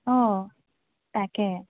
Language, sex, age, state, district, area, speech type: Assamese, female, 18-30, Assam, Morigaon, rural, conversation